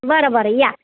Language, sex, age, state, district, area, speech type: Marathi, female, 60+, Maharashtra, Nanded, urban, conversation